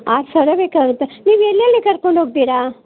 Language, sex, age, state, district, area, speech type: Kannada, female, 60+, Karnataka, Dakshina Kannada, rural, conversation